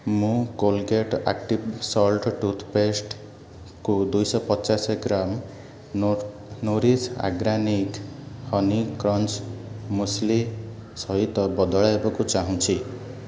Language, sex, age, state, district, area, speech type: Odia, male, 18-30, Odisha, Ganjam, urban, read